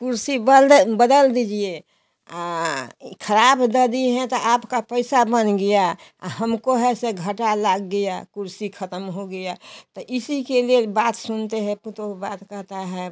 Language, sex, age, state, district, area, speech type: Hindi, female, 60+, Bihar, Samastipur, rural, spontaneous